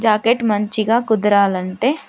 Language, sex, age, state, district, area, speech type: Telugu, female, 30-45, Telangana, Hanamkonda, rural, spontaneous